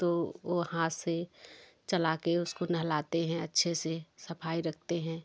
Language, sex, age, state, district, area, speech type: Hindi, female, 30-45, Uttar Pradesh, Jaunpur, rural, spontaneous